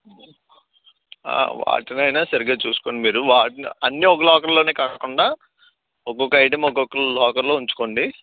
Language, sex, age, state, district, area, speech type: Telugu, male, 18-30, Andhra Pradesh, Eluru, urban, conversation